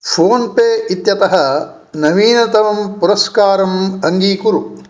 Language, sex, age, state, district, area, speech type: Sanskrit, male, 60+, Karnataka, Dakshina Kannada, urban, read